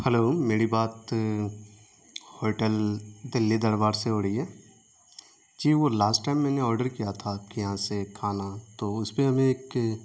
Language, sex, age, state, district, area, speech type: Urdu, male, 18-30, Bihar, Saharsa, urban, spontaneous